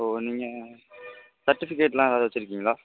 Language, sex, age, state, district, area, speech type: Tamil, male, 18-30, Tamil Nadu, Virudhunagar, urban, conversation